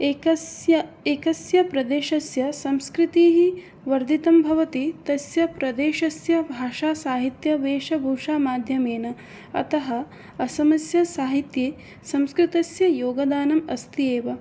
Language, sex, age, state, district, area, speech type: Sanskrit, female, 18-30, Assam, Biswanath, rural, spontaneous